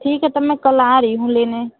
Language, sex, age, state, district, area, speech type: Hindi, female, 30-45, Uttar Pradesh, Sonbhadra, rural, conversation